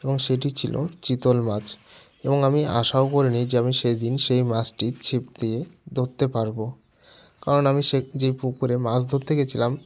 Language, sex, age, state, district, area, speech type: Bengali, male, 18-30, West Bengal, Jalpaiguri, rural, spontaneous